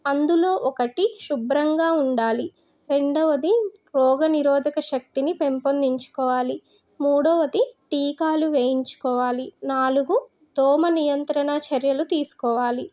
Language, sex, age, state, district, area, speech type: Telugu, female, 30-45, Telangana, Hyderabad, rural, spontaneous